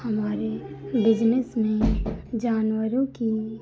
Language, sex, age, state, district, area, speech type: Hindi, female, 30-45, Uttar Pradesh, Lucknow, rural, spontaneous